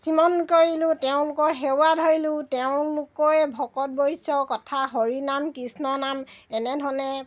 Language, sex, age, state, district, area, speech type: Assamese, female, 60+, Assam, Golaghat, urban, spontaneous